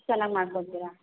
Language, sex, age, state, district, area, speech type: Kannada, female, 18-30, Karnataka, Bangalore Urban, rural, conversation